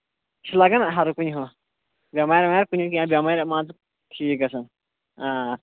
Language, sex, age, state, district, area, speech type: Kashmiri, male, 18-30, Jammu and Kashmir, Kulgam, rural, conversation